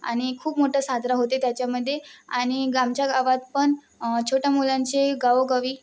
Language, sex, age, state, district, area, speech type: Marathi, female, 18-30, Maharashtra, Wardha, rural, spontaneous